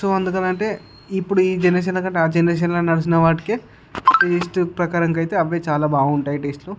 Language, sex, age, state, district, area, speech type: Telugu, male, 60+, Andhra Pradesh, Visakhapatnam, urban, spontaneous